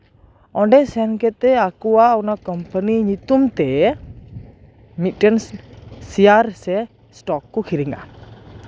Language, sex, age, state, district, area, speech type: Santali, male, 18-30, West Bengal, Purba Bardhaman, rural, spontaneous